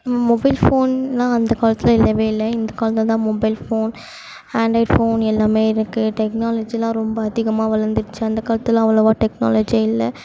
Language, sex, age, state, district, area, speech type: Tamil, female, 18-30, Tamil Nadu, Mayiladuthurai, urban, spontaneous